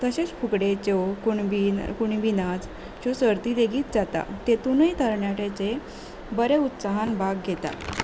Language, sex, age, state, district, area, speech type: Goan Konkani, female, 18-30, Goa, Salcete, urban, spontaneous